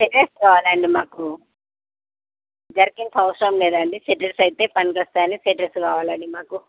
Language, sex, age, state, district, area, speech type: Telugu, female, 30-45, Telangana, Peddapalli, rural, conversation